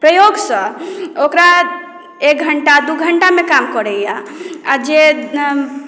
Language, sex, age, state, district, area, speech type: Maithili, female, 18-30, Bihar, Madhubani, rural, spontaneous